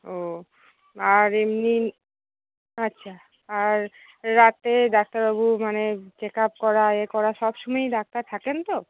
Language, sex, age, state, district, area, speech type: Bengali, female, 30-45, West Bengal, Cooch Behar, rural, conversation